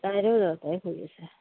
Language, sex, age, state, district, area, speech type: Assamese, female, 45-60, Assam, Udalguri, rural, conversation